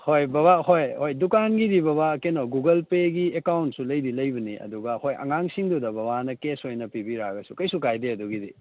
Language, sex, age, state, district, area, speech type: Manipuri, male, 18-30, Manipur, Kakching, rural, conversation